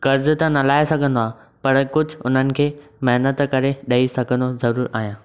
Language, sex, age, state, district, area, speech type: Sindhi, male, 18-30, Maharashtra, Thane, urban, spontaneous